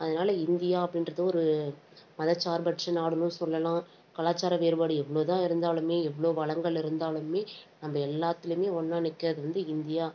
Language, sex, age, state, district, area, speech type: Tamil, female, 18-30, Tamil Nadu, Tiruvannamalai, urban, spontaneous